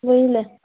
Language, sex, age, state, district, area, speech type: Bengali, female, 18-30, West Bengal, Cooch Behar, rural, conversation